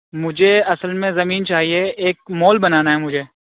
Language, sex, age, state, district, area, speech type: Urdu, male, 18-30, Uttar Pradesh, Saharanpur, urban, conversation